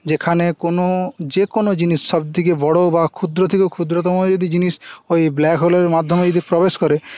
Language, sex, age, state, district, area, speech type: Bengali, male, 18-30, West Bengal, Paschim Medinipur, rural, spontaneous